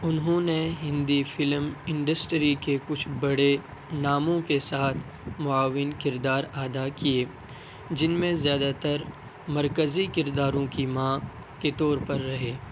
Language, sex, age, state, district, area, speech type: Urdu, male, 18-30, Bihar, Purnia, rural, read